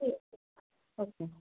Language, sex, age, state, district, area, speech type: Hindi, female, 45-60, Uttar Pradesh, Azamgarh, urban, conversation